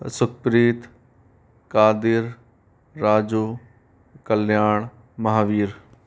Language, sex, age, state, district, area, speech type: Hindi, male, 18-30, Rajasthan, Jaipur, urban, spontaneous